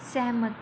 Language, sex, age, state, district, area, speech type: Punjabi, female, 18-30, Punjab, Mohali, rural, read